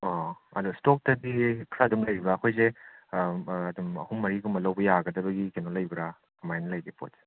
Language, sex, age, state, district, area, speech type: Manipuri, male, 30-45, Manipur, Imphal West, urban, conversation